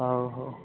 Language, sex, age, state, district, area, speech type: Odia, male, 30-45, Odisha, Balangir, urban, conversation